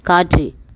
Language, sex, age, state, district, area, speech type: Tamil, female, 45-60, Tamil Nadu, Thoothukudi, rural, read